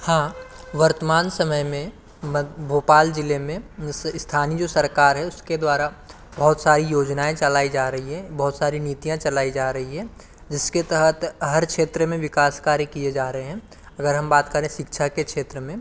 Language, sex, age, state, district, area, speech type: Hindi, male, 45-60, Madhya Pradesh, Bhopal, rural, spontaneous